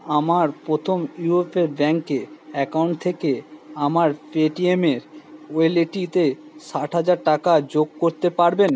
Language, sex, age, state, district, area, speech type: Bengali, male, 45-60, West Bengal, Purba Bardhaman, urban, read